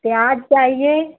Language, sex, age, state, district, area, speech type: Hindi, female, 30-45, Uttar Pradesh, Azamgarh, rural, conversation